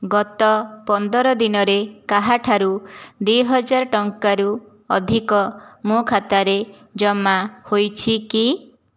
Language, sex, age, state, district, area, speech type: Odia, female, 30-45, Odisha, Jajpur, rural, read